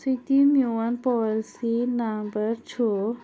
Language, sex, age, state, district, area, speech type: Kashmiri, female, 30-45, Jammu and Kashmir, Anantnag, urban, read